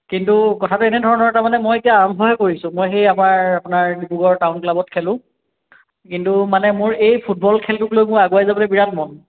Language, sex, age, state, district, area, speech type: Assamese, male, 18-30, Assam, Charaideo, urban, conversation